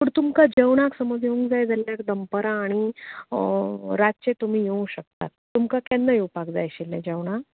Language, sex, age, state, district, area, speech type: Goan Konkani, female, 30-45, Goa, Canacona, rural, conversation